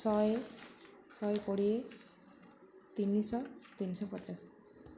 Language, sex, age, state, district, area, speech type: Odia, female, 18-30, Odisha, Jagatsinghpur, rural, spontaneous